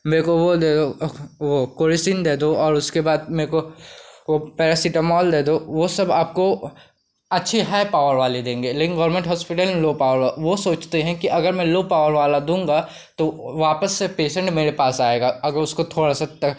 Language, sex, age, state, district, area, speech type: Hindi, male, 18-30, Uttar Pradesh, Pratapgarh, rural, spontaneous